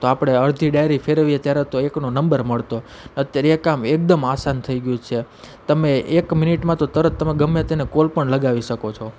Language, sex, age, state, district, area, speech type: Gujarati, male, 30-45, Gujarat, Rajkot, urban, spontaneous